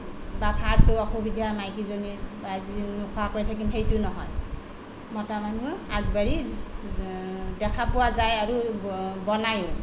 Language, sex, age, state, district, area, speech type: Assamese, female, 30-45, Assam, Sonitpur, rural, spontaneous